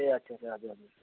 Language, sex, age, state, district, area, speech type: Nepali, male, 45-60, West Bengal, Kalimpong, rural, conversation